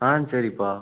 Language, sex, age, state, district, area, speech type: Tamil, male, 18-30, Tamil Nadu, Ariyalur, rural, conversation